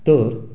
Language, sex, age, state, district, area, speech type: Goan Konkani, male, 30-45, Goa, Canacona, rural, spontaneous